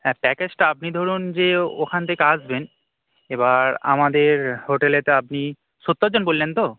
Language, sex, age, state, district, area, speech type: Bengali, male, 18-30, West Bengal, Darjeeling, rural, conversation